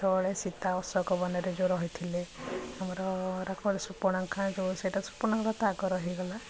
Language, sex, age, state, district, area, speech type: Odia, female, 45-60, Odisha, Puri, urban, spontaneous